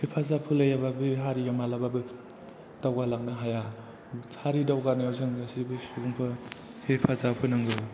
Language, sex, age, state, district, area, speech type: Bodo, male, 18-30, Assam, Chirang, rural, spontaneous